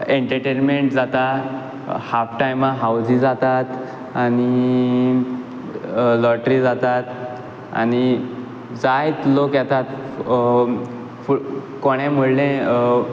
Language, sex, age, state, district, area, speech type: Goan Konkani, male, 18-30, Goa, Quepem, rural, spontaneous